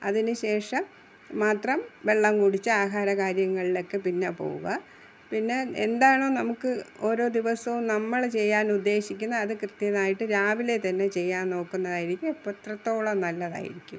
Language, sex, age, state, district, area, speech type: Malayalam, female, 60+, Kerala, Thiruvananthapuram, urban, spontaneous